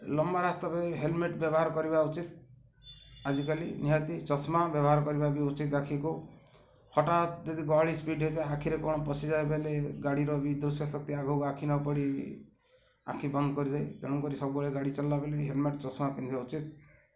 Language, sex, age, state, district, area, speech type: Odia, male, 45-60, Odisha, Ganjam, urban, spontaneous